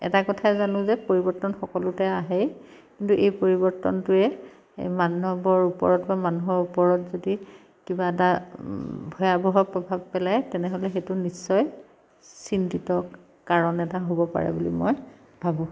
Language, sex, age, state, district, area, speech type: Assamese, female, 45-60, Assam, Dhemaji, rural, spontaneous